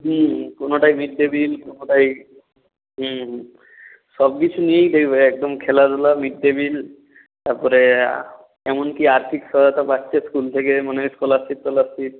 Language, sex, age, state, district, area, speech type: Bengali, male, 18-30, West Bengal, North 24 Parganas, rural, conversation